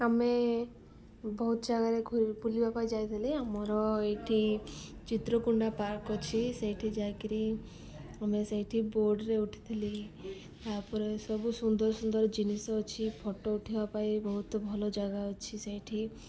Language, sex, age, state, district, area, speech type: Odia, female, 45-60, Odisha, Malkangiri, urban, spontaneous